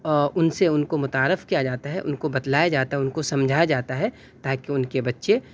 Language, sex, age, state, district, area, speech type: Urdu, male, 18-30, Delhi, North West Delhi, urban, spontaneous